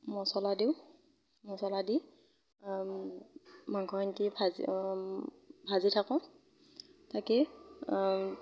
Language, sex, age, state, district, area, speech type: Assamese, female, 18-30, Assam, Darrang, rural, spontaneous